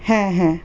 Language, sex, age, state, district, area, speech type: Bengali, female, 30-45, West Bengal, Birbhum, urban, spontaneous